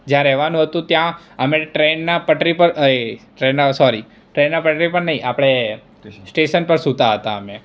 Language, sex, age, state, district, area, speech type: Gujarati, male, 18-30, Gujarat, Surat, rural, spontaneous